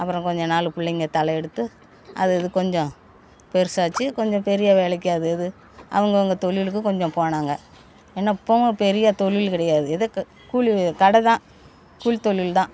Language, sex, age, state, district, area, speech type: Tamil, female, 60+, Tamil Nadu, Perambalur, rural, spontaneous